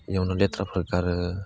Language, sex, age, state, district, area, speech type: Bodo, male, 18-30, Assam, Udalguri, urban, spontaneous